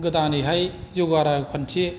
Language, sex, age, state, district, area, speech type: Bodo, male, 45-60, Assam, Kokrajhar, urban, spontaneous